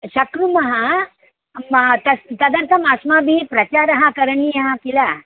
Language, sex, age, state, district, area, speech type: Sanskrit, female, 60+, Maharashtra, Mumbai City, urban, conversation